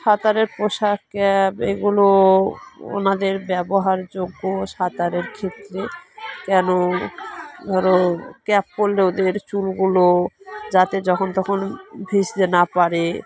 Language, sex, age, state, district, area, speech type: Bengali, female, 30-45, West Bengal, Dakshin Dinajpur, urban, spontaneous